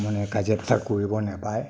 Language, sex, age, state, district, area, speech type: Assamese, male, 30-45, Assam, Nagaon, rural, spontaneous